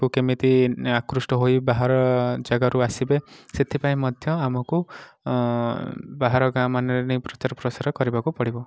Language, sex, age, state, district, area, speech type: Odia, male, 18-30, Odisha, Nayagarh, rural, spontaneous